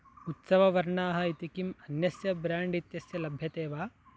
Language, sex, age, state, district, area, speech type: Sanskrit, male, 18-30, Karnataka, Chikkaballapur, rural, read